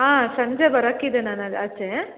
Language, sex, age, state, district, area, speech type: Kannada, female, 18-30, Karnataka, Hassan, rural, conversation